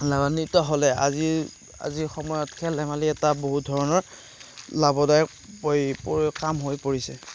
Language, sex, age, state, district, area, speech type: Assamese, male, 30-45, Assam, Darrang, rural, spontaneous